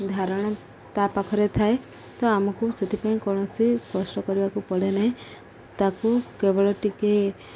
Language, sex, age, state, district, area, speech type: Odia, female, 45-60, Odisha, Subarnapur, urban, spontaneous